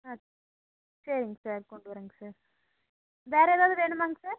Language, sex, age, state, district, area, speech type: Tamil, female, 18-30, Tamil Nadu, Coimbatore, rural, conversation